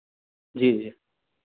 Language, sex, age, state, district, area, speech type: Hindi, male, 30-45, Madhya Pradesh, Hoshangabad, rural, conversation